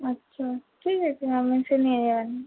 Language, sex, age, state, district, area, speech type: Bengali, female, 18-30, West Bengal, Purba Bardhaman, urban, conversation